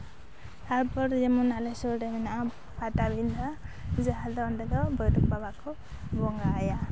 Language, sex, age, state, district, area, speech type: Santali, female, 18-30, West Bengal, Jhargram, rural, spontaneous